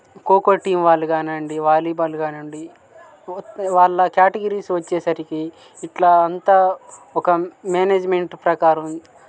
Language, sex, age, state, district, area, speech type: Telugu, male, 18-30, Andhra Pradesh, Guntur, urban, spontaneous